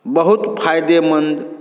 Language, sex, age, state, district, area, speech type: Maithili, male, 45-60, Bihar, Saharsa, urban, spontaneous